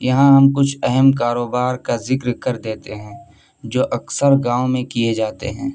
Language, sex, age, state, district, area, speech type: Urdu, male, 18-30, Uttar Pradesh, Siddharthnagar, rural, spontaneous